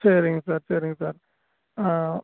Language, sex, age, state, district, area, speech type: Tamil, male, 30-45, Tamil Nadu, Salem, urban, conversation